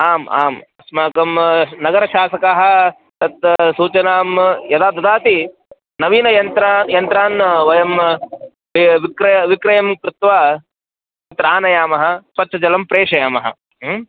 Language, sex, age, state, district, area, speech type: Sanskrit, male, 30-45, Karnataka, Vijayapura, urban, conversation